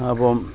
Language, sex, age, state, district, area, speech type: Malayalam, male, 60+, Kerala, Kollam, rural, spontaneous